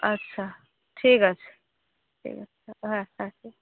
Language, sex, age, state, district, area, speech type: Bengali, female, 30-45, West Bengal, Paschim Bardhaman, urban, conversation